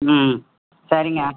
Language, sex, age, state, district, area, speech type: Tamil, female, 60+, Tamil Nadu, Cuddalore, urban, conversation